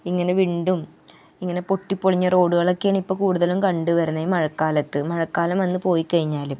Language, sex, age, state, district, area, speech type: Malayalam, female, 18-30, Kerala, Ernakulam, rural, spontaneous